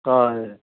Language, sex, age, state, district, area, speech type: Manipuri, male, 30-45, Manipur, Churachandpur, rural, conversation